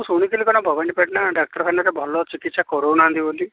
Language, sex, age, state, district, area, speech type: Odia, male, 30-45, Odisha, Kalahandi, rural, conversation